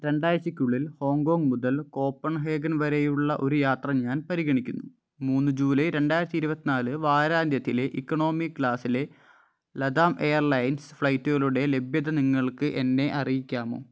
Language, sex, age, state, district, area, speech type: Malayalam, male, 18-30, Kerala, Wayanad, rural, read